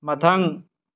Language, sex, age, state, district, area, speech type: Manipuri, male, 18-30, Manipur, Tengnoupal, rural, read